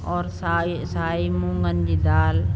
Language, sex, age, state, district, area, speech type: Sindhi, female, 60+, Delhi, South Delhi, rural, spontaneous